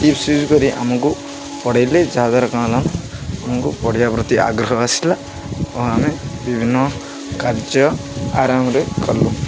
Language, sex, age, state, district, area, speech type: Odia, male, 18-30, Odisha, Jagatsinghpur, rural, spontaneous